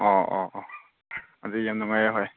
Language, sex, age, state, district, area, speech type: Manipuri, male, 18-30, Manipur, Senapati, rural, conversation